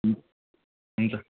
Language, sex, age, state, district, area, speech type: Nepali, male, 18-30, West Bengal, Kalimpong, rural, conversation